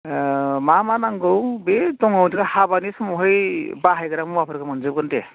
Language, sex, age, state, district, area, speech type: Bodo, male, 45-60, Assam, Udalguri, rural, conversation